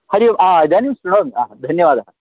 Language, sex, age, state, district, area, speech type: Sanskrit, male, 45-60, Kerala, Kollam, rural, conversation